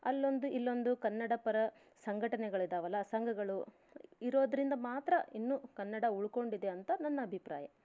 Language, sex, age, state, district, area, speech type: Kannada, female, 30-45, Karnataka, Davanagere, rural, spontaneous